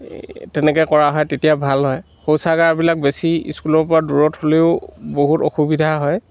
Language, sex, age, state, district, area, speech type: Assamese, male, 60+, Assam, Dhemaji, rural, spontaneous